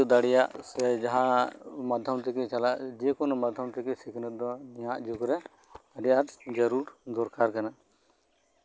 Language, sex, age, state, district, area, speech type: Santali, male, 30-45, West Bengal, Birbhum, rural, spontaneous